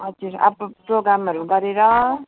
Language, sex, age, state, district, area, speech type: Nepali, female, 45-60, West Bengal, Kalimpong, rural, conversation